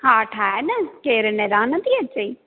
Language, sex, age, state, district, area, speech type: Sindhi, female, 30-45, Maharashtra, Thane, urban, conversation